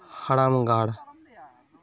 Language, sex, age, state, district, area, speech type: Santali, male, 18-30, West Bengal, Bankura, rural, spontaneous